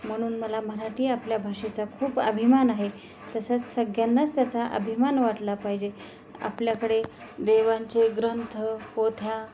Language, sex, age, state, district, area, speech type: Marathi, female, 30-45, Maharashtra, Osmanabad, rural, spontaneous